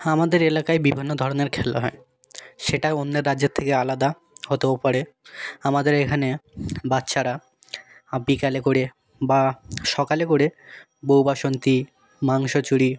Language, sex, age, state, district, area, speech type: Bengali, male, 18-30, West Bengal, South 24 Parganas, rural, spontaneous